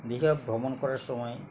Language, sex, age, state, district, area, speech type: Bengali, male, 60+, West Bengal, Uttar Dinajpur, urban, spontaneous